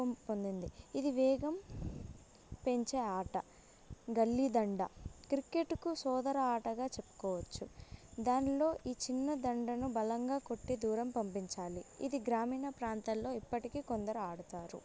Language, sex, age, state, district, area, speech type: Telugu, female, 18-30, Telangana, Sangareddy, rural, spontaneous